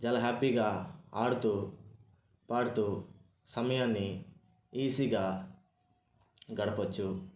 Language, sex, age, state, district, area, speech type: Telugu, male, 18-30, Andhra Pradesh, Sri Balaji, rural, spontaneous